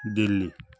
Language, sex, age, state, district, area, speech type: Bengali, male, 45-60, West Bengal, Hooghly, urban, spontaneous